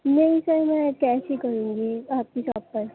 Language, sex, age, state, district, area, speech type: Urdu, female, 30-45, Delhi, Central Delhi, urban, conversation